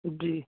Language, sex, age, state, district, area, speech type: Hindi, male, 18-30, Madhya Pradesh, Bhopal, rural, conversation